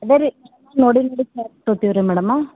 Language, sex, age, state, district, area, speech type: Kannada, female, 18-30, Karnataka, Gulbarga, urban, conversation